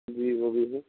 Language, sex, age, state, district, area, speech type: Urdu, male, 18-30, Bihar, Purnia, rural, conversation